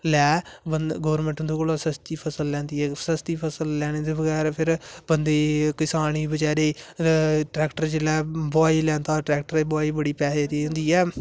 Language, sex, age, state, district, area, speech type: Dogri, male, 18-30, Jammu and Kashmir, Samba, rural, spontaneous